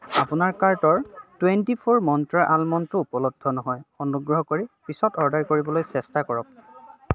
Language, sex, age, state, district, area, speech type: Assamese, male, 30-45, Assam, Dhemaji, urban, read